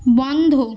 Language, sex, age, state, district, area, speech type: Bengali, female, 18-30, West Bengal, Bankura, urban, read